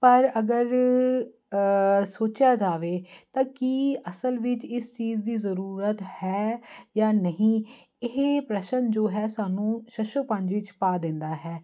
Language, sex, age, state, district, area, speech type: Punjabi, female, 30-45, Punjab, Jalandhar, urban, spontaneous